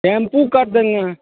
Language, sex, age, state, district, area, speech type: Hindi, male, 60+, Bihar, Darbhanga, urban, conversation